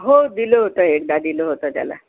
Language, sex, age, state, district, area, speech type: Marathi, female, 60+, Maharashtra, Yavatmal, urban, conversation